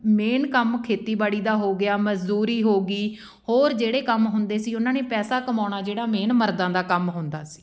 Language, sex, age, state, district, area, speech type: Punjabi, female, 30-45, Punjab, Patiala, rural, spontaneous